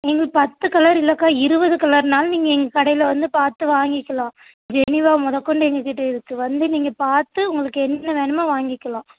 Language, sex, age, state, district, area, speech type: Tamil, female, 30-45, Tamil Nadu, Thoothukudi, rural, conversation